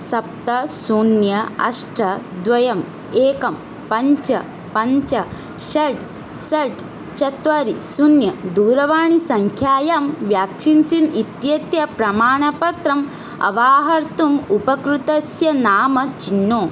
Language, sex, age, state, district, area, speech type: Sanskrit, female, 18-30, Odisha, Ganjam, urban, read